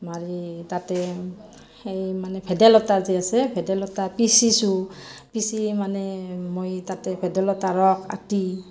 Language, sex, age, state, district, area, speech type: Assamese, female, 45-60, Assam, Barpeta, rural, spontaneous